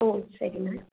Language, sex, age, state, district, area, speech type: Tamil, female, 18-30, Tamil Nadu, Salem, urban, conversation